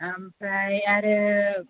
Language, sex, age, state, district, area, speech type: Bodo, female, 30-45, Assam, Chirang, rural, conversation